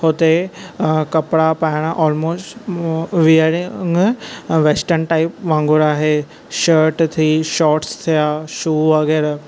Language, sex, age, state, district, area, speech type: Sindhi, male, 18-30, Maharashtra, Thane, urban, spontaneous